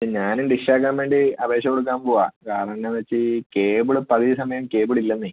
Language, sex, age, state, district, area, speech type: Malayalam, male, 18-30, Kerala, Idukki, urban, conversation